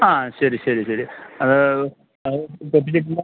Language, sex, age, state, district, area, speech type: Malayalam, male, 30-45, Kerala, Thiruvananthapuram, rural, conversation